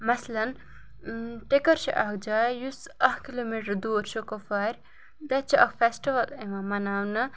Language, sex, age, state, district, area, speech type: Kashmiri, female, 18-30, Jammu and Kashmir, Kupwara, urban, spontaneous